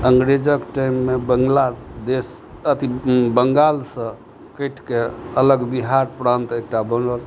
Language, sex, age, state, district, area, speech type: Maithili, male, 60+, Bihar, Madhubani, rural, spontaneous